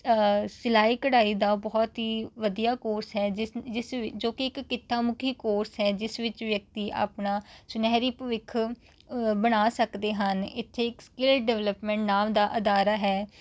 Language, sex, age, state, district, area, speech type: Punjabi, female, 18-30, Punjab, Rupnagar, rural, spontaneous